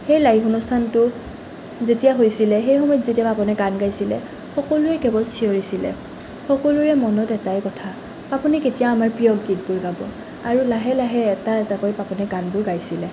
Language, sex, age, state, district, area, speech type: Assamese, female, 18-30, Assam, Nalbari, rural, spontaneous